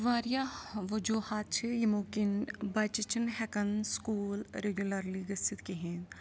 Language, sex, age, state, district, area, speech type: Kashmiri, female, 30-45, Jammu and Kashmir, Srinagar, rural, spontaneous